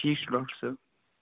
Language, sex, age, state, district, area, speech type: Kashmiri, male, 45-60, Jammu and Kashmir, Budgam, rural, conversation